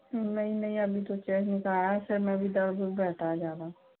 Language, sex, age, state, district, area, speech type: Hindi, female, 18-30, Rajasthan, Karauli, rural, conversation